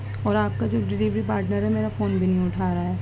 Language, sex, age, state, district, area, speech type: Urdu, female, 18-30, Delhi, East Delhi, urban, spontaneous